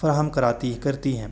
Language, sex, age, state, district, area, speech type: Urdu, male, 18-30, Uttar Pradesh, Saharanpur, urban, spontaneous